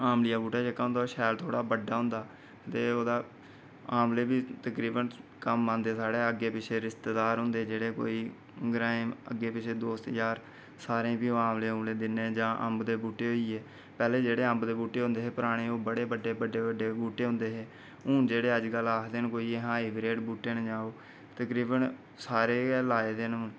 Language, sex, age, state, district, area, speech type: Dogri, male, 30-45, Jammu and Kashmir, Reasi, rural, spontaneous